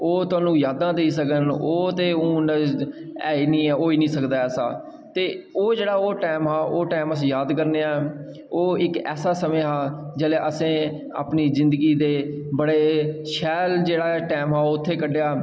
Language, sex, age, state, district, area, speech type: Dogri, male, 30-45, Jammu and Kashmir, Jammu, rural, spontaneous